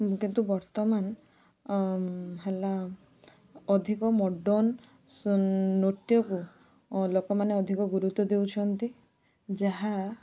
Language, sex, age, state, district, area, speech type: Odia, female, 18-30, Odisha, Balasore, rural, spontaneous